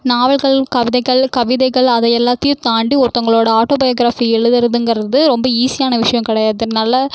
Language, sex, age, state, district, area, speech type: Tamil, female, 18-30, Tamil Nadu, Erode, rural, spontaneous